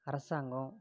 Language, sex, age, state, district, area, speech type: Tamil, male, 30-45, Tamil Nadu, Namakkal, rural, spontaneous